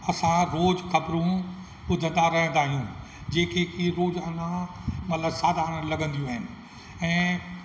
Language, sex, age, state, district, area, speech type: Sindhi, male, 60+, Rajasthan, Ajmer, urban, spontaneous